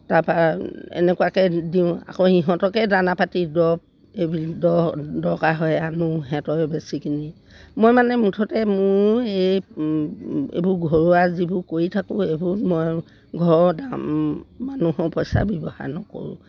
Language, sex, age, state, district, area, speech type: Assamese, female, 60+, Assam, Dibrugarh, rural, spontaneous